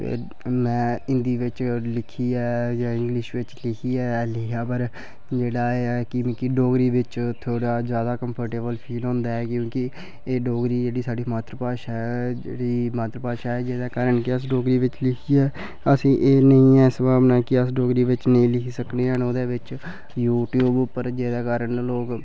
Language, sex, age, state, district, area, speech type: Dogri, male, 18-30, Jammu and Kashmir, Udhampur, rural, spontaneous